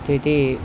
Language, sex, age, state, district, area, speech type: Gujarati, male, 18-30, Gujarat, Kheda, rural, spontaneous